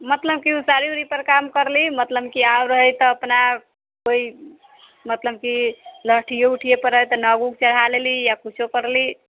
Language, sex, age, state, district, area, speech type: Maithili, female, 45-60, Bihar, Sitamarhi, rural, conversation